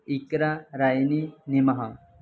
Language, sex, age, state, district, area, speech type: Punjabi, male, 18-30, Punjab, Barnala, rural, spontaneous